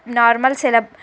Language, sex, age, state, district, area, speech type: Telugu, female, 45-60, Andhra Pradesh, Srikakulam, urban, spontaneous